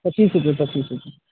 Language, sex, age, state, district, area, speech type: Hindi, male, 18-30, Uttar Pradesh, Mirzapur, rural, conversation